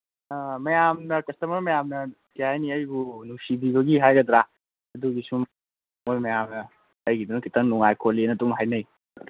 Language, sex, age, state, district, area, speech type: Manipuri, male, 18-30, Manipur, Kangpokpi, urban, conversation